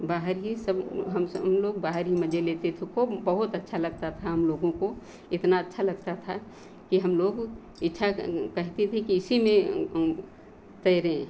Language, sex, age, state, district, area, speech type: Hindi, female, 60+, Uttar Pradesh, Lucknow, rural, spontaneous